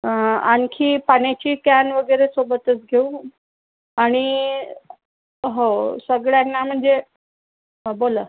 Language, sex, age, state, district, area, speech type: Marathi, female, 60+, Maharashtra, Nagpur, urban, conversation